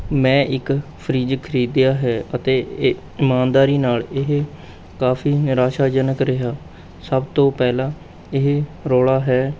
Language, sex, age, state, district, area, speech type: Punjabi, male, 18-30, Punjab, Mohali, urban, spontaneous